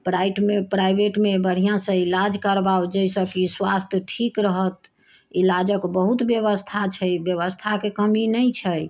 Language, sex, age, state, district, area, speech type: Maithili, female, 60+, Bihar, Sitamarhi, rural, spontaneous